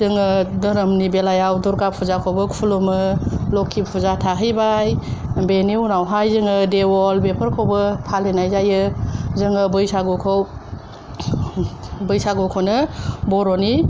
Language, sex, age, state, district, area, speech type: Bodo, female, 45-60, Assam, Kokrajhar, urban, spontaneous